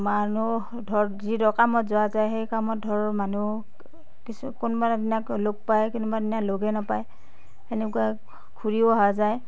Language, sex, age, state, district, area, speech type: Assamese, female, 60+, Assam, Darrang, rural, spontaneous